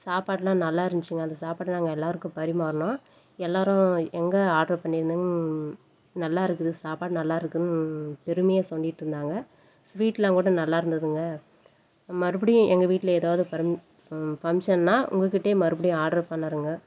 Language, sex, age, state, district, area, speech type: Tamil, female, 30-45, Tamil Nadu, Dharmapuri, urban, spontaneous